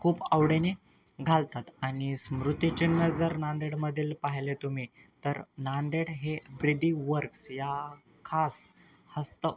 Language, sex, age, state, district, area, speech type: Marathi, male, 18-30, Maharashtra, Nanded, rural, spontaneous